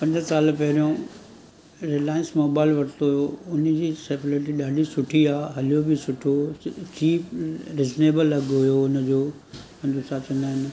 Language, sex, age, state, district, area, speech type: Sindhi, male, 45-60, Gujarat, Surat, urban, spontaneous